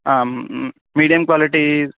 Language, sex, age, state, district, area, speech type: Sanskrit, male, 18-30, Karnataka, Uttara Kannada, rural, conversation